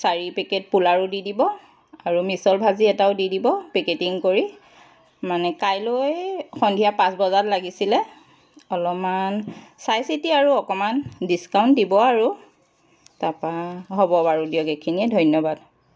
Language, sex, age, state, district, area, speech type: Assamese, female, 45-60, Assam, Charaideo, urban, spontaneous